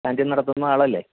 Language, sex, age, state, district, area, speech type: Malayalam, male, 60+, Kerala, Idukki, rural, conversation